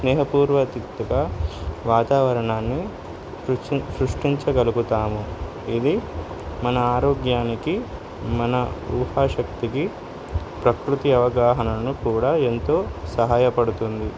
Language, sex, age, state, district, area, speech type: Telugu, male, 18-30, Telangana, Suryapet, urban, spontaneous